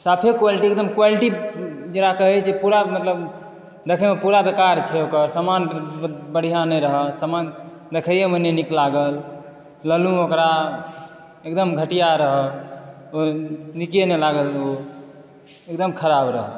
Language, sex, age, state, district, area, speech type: Maithili, male, 18-30, Bihar, Supaul, rural, spontaneous